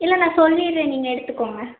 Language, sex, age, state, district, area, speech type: Tamil, female, 45-60, Tamil Nadu, Madurai, urban, conversation